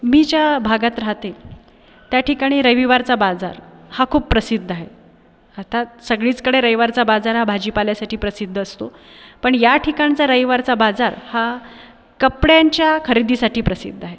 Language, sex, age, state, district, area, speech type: Marathi, female, 30-45, Maharashtra, Buldhana, urban, spontaneous